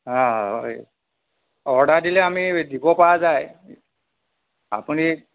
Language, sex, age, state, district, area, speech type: Assamese, male, 30-45, Assam, Nagaon, rural, conversation